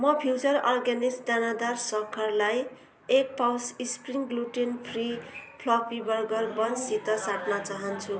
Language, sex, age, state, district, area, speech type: Nepali, female, 45-60, West Bengal, Jalpaiguri, urban, read